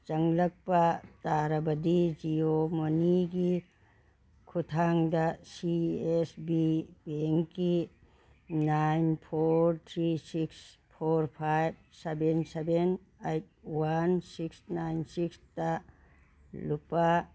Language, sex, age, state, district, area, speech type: Manipuri, female, 60+, Manipur, Churachandpur, urban, read